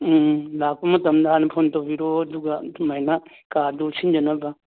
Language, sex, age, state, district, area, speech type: Manipuri, male, 60+, Manipur, Churachandpur, urban, conversation